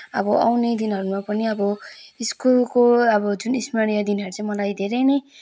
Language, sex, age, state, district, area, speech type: Nepali, female, 18-30, West Bengal, Kalimpong, rural, spontaneous